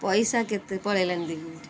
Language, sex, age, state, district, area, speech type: Odia, female, 30-45, Odisha, Kendrapara, urban, spontaneous